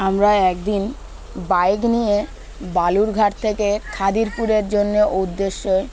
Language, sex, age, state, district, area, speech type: Bengali, male, 18-30, West Bengal, Dakshin Dinajpur, urban, spontaneous